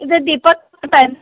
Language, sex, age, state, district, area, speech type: Kannada, female, 30-45, Karnataka, Gadag, rural, conversation